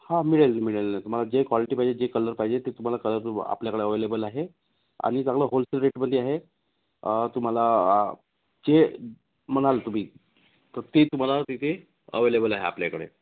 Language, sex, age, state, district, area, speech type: Marathi, male, 30-45, Maharashtra, Nagpur, urban, conversation